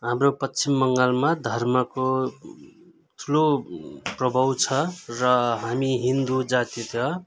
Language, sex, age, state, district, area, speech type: Nepali, male, 45-60, West Bengal, Jalpaiguri, urban, spontaneous